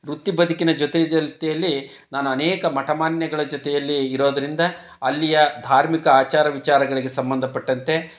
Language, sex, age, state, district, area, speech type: Kannada, male, 60+, Karnataka, Chitradurga, rural, spontaneous